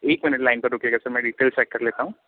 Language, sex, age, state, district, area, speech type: Hindi, male, 18-30, Madhya Pradesh, Seoni, urban, conversation